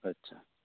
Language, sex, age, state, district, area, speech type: Assamese, male, 30-45, Assam, Charaideo, rural, conversation